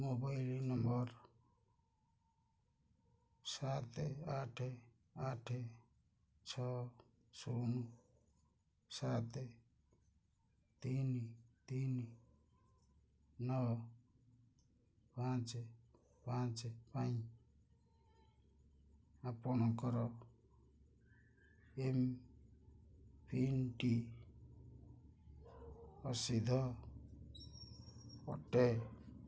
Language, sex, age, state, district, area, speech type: Odia, male, 60+, Odisha, Kendrapara, urban, read